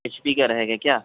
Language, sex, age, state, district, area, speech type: Urdu, male, 18-30, Uttar Pradesh, Saharanpur, urban, conversation